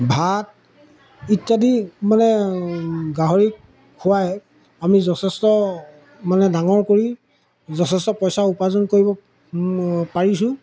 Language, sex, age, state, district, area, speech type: Assamese, male, 45-60, Assam, Golaghat, urban, spontaneous